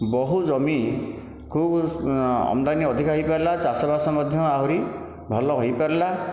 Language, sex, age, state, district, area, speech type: Odia, male, 60+, Odisha, Khordha, rural, spontaneous